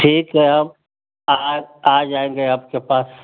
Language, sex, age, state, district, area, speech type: Hindi, male, 45-60, Uttar Pradesh, Ghazipur, rural, conversation